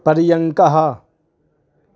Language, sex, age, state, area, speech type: Sanskrit, male, 30-45, Maharashtra, urban, read